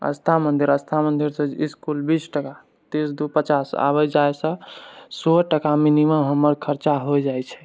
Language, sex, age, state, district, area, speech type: Maithili, male, 18-30, Bihar, Purnia, rural, spontaneous